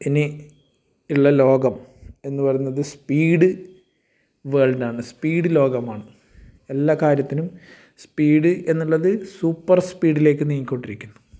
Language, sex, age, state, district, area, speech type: Malayalam, male, 45-60, Kerala, Kasaragod, rural, spontaneous